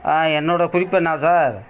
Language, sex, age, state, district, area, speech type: Tamil, male, 60+, Tamil Nadu, Thanjavur, rural, spontaneous